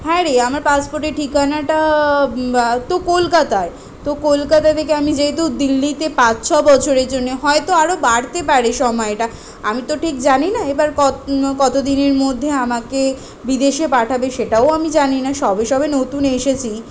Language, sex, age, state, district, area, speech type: Bengali, female, 18-30, West Bengal, Kolkata, urban, spontaneous